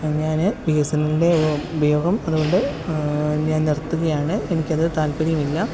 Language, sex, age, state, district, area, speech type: Malayalam, female, 30-45, Kerala, Pathanamthitta, rural, spontaneous